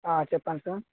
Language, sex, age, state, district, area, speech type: Telugu, male, 30-45, Telangana, Jangaon, rural, conversation